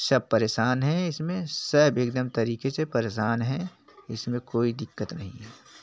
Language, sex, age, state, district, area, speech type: Hindi, male, 45-60, Uttar Pradesh, Jaunpur, rural, spontaneous